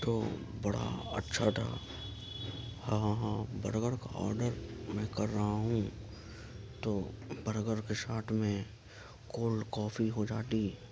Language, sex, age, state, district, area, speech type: Urdu, male, 60+, Delhi, Central Delhi, urban, spontaneous